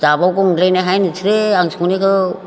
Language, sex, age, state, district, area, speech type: Bodo, female, 60+, Assam, Chirang, rural, spontaneous